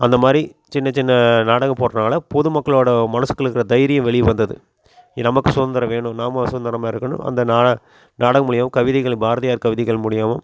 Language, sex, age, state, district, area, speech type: Tamil, male, 30-45, Tamil Nadu, Coimbatore, rural, spontaneous